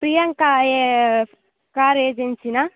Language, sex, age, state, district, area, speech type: Telugu, female, 18-30, Andhra Pradesh, Sri Balaji, rural, conversation